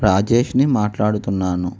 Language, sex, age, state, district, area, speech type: Telugu, male, 45-60, Andhra Pradesh, N T Rama Rao, urban, spontaneous